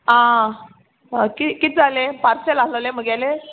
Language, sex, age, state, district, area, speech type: Goan Konkani, female, 30-45, Goa, Salcete, rural, conversation